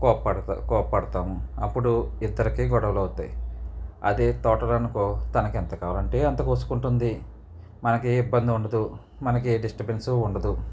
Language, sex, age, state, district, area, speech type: Telugu, male, 45-60, Andhra Pradesh, Eluru, rural, spontaneous